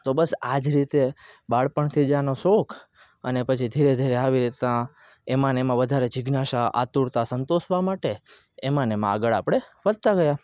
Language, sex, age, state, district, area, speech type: Gujarati, male, 18-30, Gujarat, Rajkot, urban, spontaneous